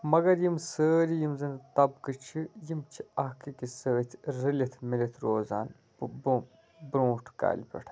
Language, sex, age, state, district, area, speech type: Kashmiri, male, 18-30, Jammu and Kashmir, Budgam, rural, spontaneous